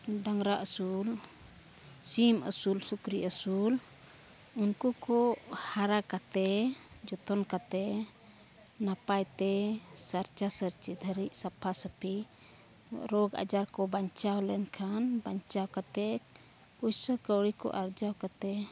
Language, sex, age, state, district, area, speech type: Santali, female, 45-60, Jharkhand, East Singhbhum, rural, spontaneous